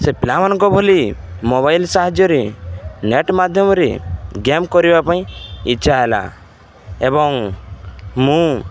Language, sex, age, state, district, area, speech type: Odia, male, 18-30, Odisha, Balangir, urban, spontaneous